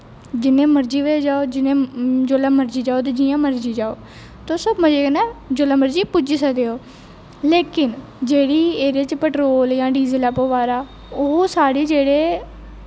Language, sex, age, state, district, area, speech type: Dogri, female, 18-30, Jammu and Kashmir, Jammu, urban, spontaneous